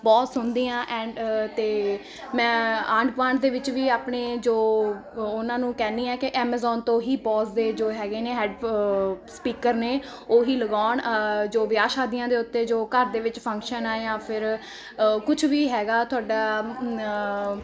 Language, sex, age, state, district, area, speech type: Punjabi, female, 18-30, Punjab, Ludhiana, urban, spontaneous